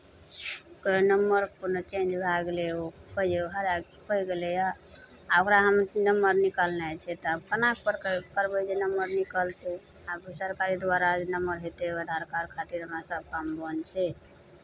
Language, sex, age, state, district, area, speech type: Maithili, female, 45-60, Bihar, Araria, rural, spontaneous